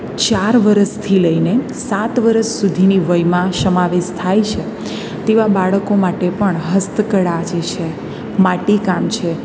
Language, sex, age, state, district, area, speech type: Gujarati, female, 30-45, Gujarat, Surat, urban, spontaneous